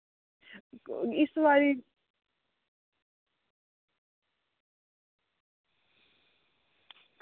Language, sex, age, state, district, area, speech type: Dogri, female, 18-30, Jammu and Kashmir, Reasi, urban, conversation